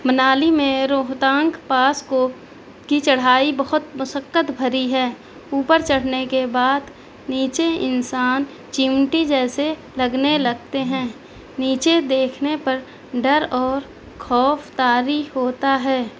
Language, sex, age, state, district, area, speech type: Urdu, female, 18-30, Delhi, South Delhi, rural, spontaneous